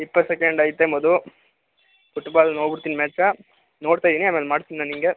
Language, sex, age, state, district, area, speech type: Kannada, male, 18-30, Karnataka, Mandya, rural, conversation